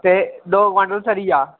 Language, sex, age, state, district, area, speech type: Dogri, male, 18-30, Jammu and Kashmir, Kathua, rural, conversation